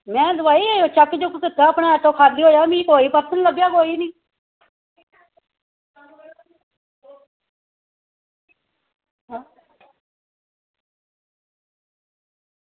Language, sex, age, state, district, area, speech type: Dogri, female, 45-60, Jammu and Kashmir, Samba, rural, conversation